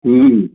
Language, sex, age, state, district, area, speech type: Hindi, male, 45-60, Uttar Pradesh, Chandauli, urban, conversation